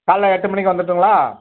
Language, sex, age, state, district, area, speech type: Tamil, male, 60+, Tamil Nadu, Perambalur, urban, conversation